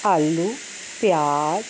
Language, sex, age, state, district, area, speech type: Punjabi, female, 45-60, Punjab, Ludhiana, urban, spontaneous